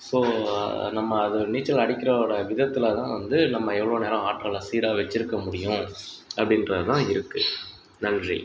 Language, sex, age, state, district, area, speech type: Tamil, male, 30-45, Tamil Nadu, Pudukkottai, rural, spontaneous